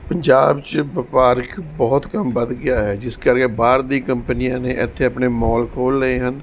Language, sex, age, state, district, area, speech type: Punjabi, male, 45-60, Punjab, Mohali, urban, spontaneous